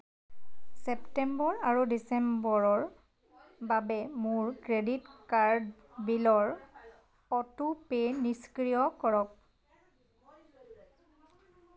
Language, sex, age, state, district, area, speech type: Assamese, female, 30-45, Assam, Sivasagar, rural, read